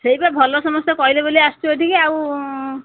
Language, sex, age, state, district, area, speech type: Odia, female, 60+, Odisha, Angul, rural, conversation